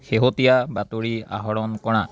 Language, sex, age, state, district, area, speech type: Assamese, male, 30-45, Assam, Biswanath, rural, read